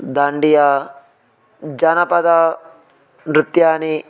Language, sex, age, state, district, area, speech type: Sanskrit, male, 30-45, Telangana, Ranga Reddy, urban, spontaneous